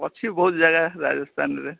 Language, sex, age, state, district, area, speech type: Odia, male, 45-60, Odisha, Sundergarh, rural, conversation